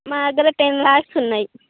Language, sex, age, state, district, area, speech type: Telugu, female, 60+, Andhra Pradesh, Srikakulam, urban, conversation